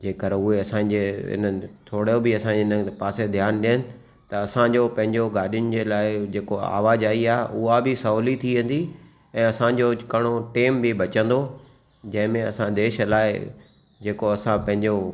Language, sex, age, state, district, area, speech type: Sindhi, male, 45-60, Maharashtra, Thane, urban, spontaneous